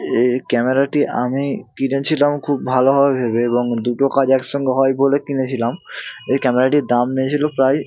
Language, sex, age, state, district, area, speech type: Bengali, male, 18-30, West Bengal, Hooghly, urban, spontaneous